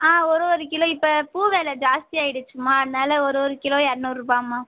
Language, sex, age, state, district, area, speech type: Tamil, female, 18-30, Tamil Nadu, Vellore, urban, conversation